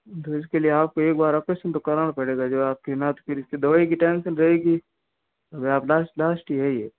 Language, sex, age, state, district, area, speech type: Hindi, male, 60+, Rajasthan, Jodhpur, urban, conversation